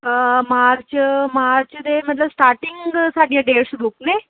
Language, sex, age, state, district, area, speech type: Punjabi, female, 30-45, Punjab, Ludhiana, urban, conversation